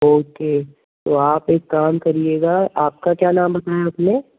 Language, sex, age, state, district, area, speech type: Hindi, male, 30-45, Madhya Pradesh, Jabalpur, urban, conversation